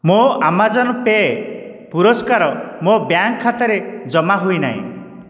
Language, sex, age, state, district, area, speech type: Odia, male, 60+, Odisha, Dhenkanal, rural, read